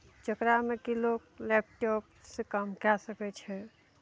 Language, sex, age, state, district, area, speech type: Maithili, female, 30-45, Bihar, Araria, rural, spontaneous